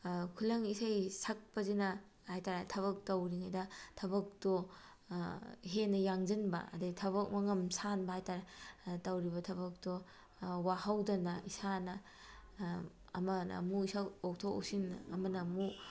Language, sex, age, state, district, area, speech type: Manipuri, female, 45-60, Manipur, Bishnupur, rural, spontaneous